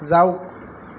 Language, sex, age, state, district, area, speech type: Assamese, male, 30-45, Assam, Jorhat, urban, read